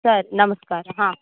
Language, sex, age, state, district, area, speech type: Kannada, female, 18-30, Karnataka, Uttara Kannada, rural, conversation